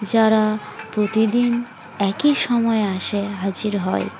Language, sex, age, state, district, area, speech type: Bengali, female, 18-30, West Bengal, Dakshin Dinajpur, urban, spontaneous